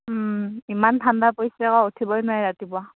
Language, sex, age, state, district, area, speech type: Assamese, female, 18-30, Assam, Dibrugarh, rural, conversation